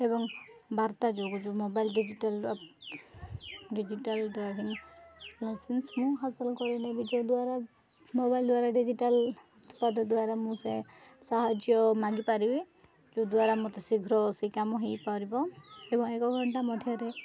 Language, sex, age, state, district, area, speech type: Odia, female, 30-45, Odisha, Koraput, urban, spontaneous